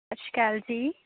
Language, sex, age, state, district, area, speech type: Punjabi, female, 18-30, Punjab, Bathinda, rural, conversation